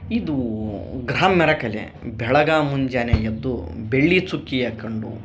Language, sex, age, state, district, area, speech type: Kannada, male, 18-30, Karnataka, Koppal, rural, spontaneous